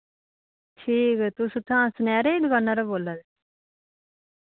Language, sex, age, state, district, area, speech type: Dogri, female, 18-30, Jammu and Kashmir, Reasi, rural, conversation